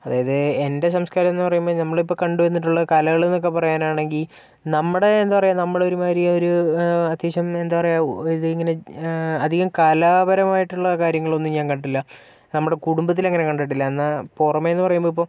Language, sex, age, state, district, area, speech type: Malayalam, male, 18-30, Kerala, Wayanad, rural, spontaneous